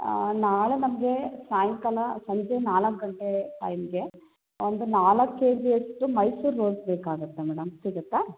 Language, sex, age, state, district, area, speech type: Kannada, female, 45-60, Karnataka, Chikkaballapur, rural, conversation